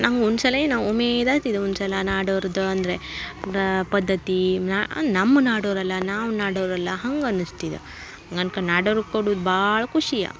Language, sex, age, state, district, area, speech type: Kannada, female, 18-30, Karnataka, Uttara Kannada, rural, spontaneous